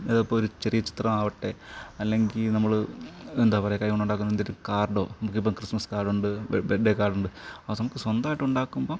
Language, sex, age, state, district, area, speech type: Malayalam, male, 30-45, Kerala, Thiruvananthapuram, rural, spontaneous